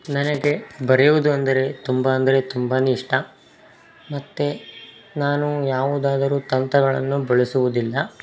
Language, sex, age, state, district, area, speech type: Kannada, male, 18-30, Karnataka, Davanagere, rural, spontaneous